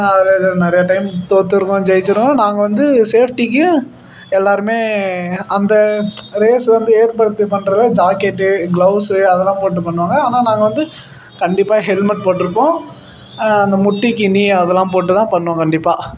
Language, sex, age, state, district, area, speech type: Tamil, male, 18-30, Tamil Nadu, Perambalur, rural, spontaneous